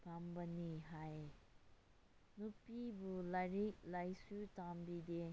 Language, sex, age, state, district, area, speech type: Manipuri, female, 18-30, Manipur, Senapati, rural, spontaneous